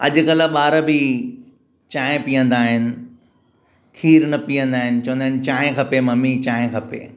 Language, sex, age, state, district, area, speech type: Sindhi, male, 45-60, Maharashtra, Mumbai Suburban, urban, spontaneous